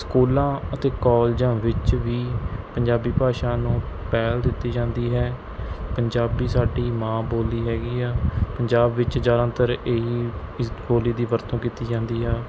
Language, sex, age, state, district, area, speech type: Punjabi, male, 18-30, Punjab, Mohali, rural, spontaneous